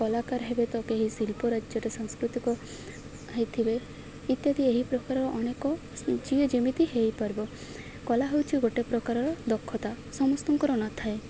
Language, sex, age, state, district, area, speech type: Odia, female, 18-30, Odisha, Malkangiri, urban, spontaneous